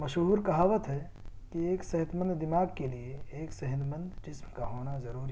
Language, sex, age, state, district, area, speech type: Urdu, male, 18-30, Delhi, South Delhi, urban, spontaneous